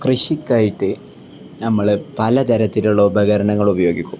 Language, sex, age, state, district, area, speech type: Malayalam, male, 18-30, Kerala, Kozhikode, rural, spontaneous